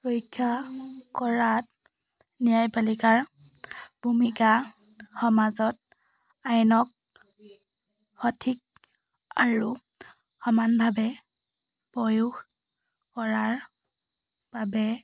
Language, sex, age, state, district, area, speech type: Assamese, female, 18-30, Assam, Charaideo, urban, spontaneous